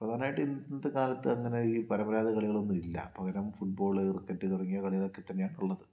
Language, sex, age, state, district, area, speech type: Malayalam, male, 18-30, Kerala, Wayanad, rural, spontaneous